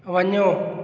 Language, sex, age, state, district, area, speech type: Sindhi, male, 30-45, Gujarat, Junagadh, urban, read